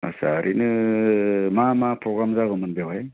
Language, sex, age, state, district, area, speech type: Bodo, male, 45-60, Assam, Baksa, rural, conversation